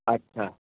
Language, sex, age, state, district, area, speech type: Marathi, male, 45-60, Maharashtra, Thane, rural, conversation